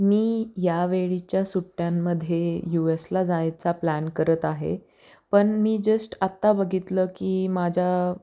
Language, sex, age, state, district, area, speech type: Marathi, female, 18-30, Maharashtra, Osmanabad, rural, spontaneous